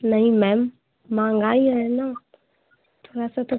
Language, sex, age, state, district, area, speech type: Hindi, female, 30-45, Uttar Pradesh, Ghazipur, rural, conversation